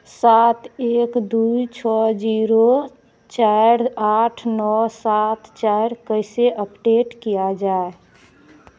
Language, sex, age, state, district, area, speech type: Hindi, female, 60+, Bihar, Madhepura, urban, read